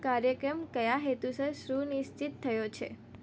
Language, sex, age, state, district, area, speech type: Gujarati, female, 18-30, Gujarat, Surat, rural, read